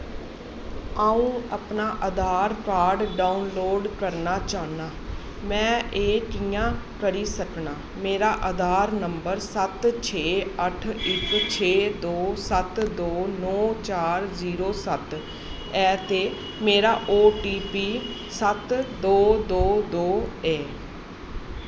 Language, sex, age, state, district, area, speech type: Dogri, female, 30-45, Jammu and Kashmir, Jammu, urban, read